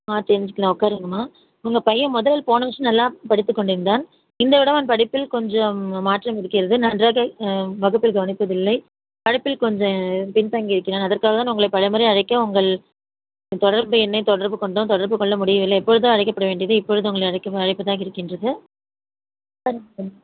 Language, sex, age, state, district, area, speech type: Tamil, female, 45-60, Tamil Nadu, Kanchipuram, urban, conversation